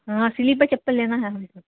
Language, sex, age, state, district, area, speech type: Urdu, female, 18-30, Bihar, Saharsa, rural, conversation